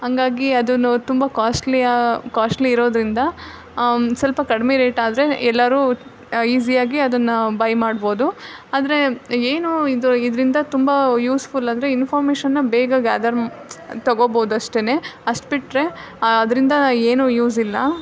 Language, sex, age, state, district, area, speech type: Kannada, female, 18-30, Karnataka, Davanagere, rural, spontaneous